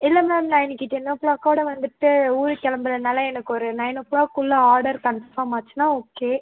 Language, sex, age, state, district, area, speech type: Tamil, male, 45-60, Tamil Nadu, Ariyalur, rural, conversation